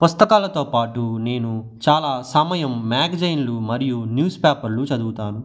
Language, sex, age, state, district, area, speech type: Telugu, male, 18-30, Andhra Pradesh, Sri Balaji, rural, spontaneous